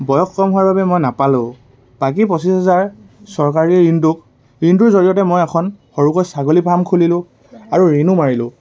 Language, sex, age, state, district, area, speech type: Assamese, male, 18-30, Assam, Dhemaji, rural, spontaneous